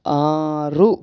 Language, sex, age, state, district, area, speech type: Tamil, male, 18-30, Tamil Nadu, Virudhunagar, rural, read